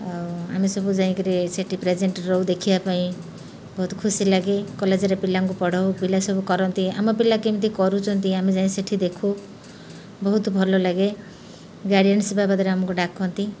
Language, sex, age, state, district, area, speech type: Odia, female, 60+, Odisha, Kendrapara, urban, spontaneous